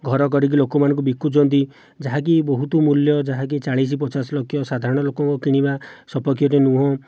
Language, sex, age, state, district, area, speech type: Odia, male, 18-30, Odisha, Jajpur, rural, spontaneous